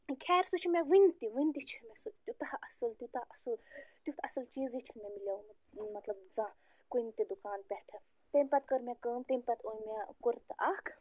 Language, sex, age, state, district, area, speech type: Kashmiri, female, 30-45, Jammu and Kashmir, Bandipora, rural, spontaneous